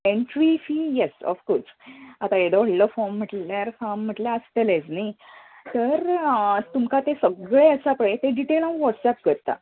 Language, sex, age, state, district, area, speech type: Goan Konkani, female, 30-45, Goa, Bardez, rural, conversation